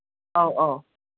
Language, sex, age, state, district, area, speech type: Manipuri, female, 45-60, Manipur, Kangpokpi, urban, conversation